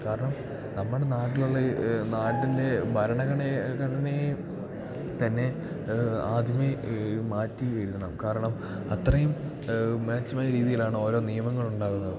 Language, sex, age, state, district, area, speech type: Malayalam, male, 18-30, Kerala, Idukki, rural, spontaneous